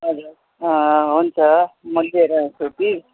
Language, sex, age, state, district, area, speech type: Nepali, female, 60+, West Bengal, Kalimpong, rural, conversation